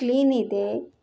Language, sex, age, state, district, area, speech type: Kannada, female, 30-45, Karnataka, Koppal, urban, spontaneous